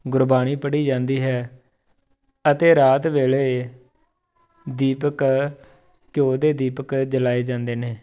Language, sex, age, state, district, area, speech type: Punjabi, male, 30-45, Punjab, Tarn Taran, rural, spontaneous